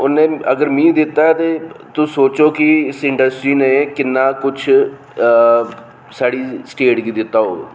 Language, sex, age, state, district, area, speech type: Dogri, male, 45-60, Jammu and Kashmir, Reasi, urban, spontaneous